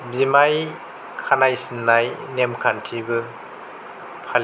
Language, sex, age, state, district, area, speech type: Bodo, male, 30-45, Assam, Kokrajhar, rural, spontaneous